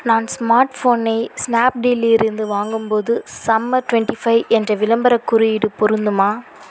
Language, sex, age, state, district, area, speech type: Tamil, female, 18-30, Tamil Nadu, Vellore, urban, read